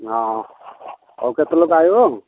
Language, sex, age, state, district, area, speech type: Odia, male, 60+, Odisha, Gajapati, rural, conversation